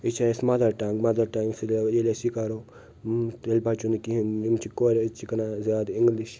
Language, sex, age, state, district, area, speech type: Kashmiri, male, 18-30, Jammu and Kashmir, Srinagar, urban, spontaneous